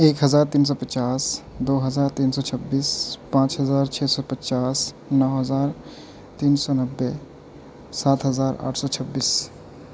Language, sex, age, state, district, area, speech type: Urdu, male, 18-30, Delhi, North West Delhi, urban, spontaneous